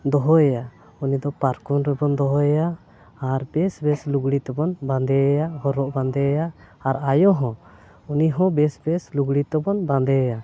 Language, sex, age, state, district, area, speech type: Santali, male, 30-45, Jharkhand, Bokaro, rural, spontaneous